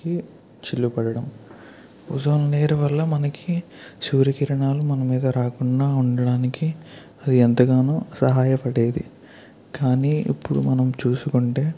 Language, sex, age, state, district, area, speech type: Telugu, male, 18-30, Andhra Pradesh, Eluru, rural, spontaneous